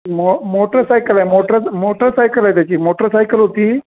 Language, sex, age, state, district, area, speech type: Marathi, male, 60+, Maharashtra, Kolhapur, urban, conversation